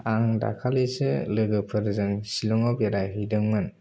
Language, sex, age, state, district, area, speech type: Bodo, male, 18-30, Assam, Kokrajhar, rural, spontaneous